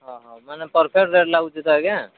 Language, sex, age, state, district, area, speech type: Odia, male, 45-60, Odisha, Sambalpur, rural, conversation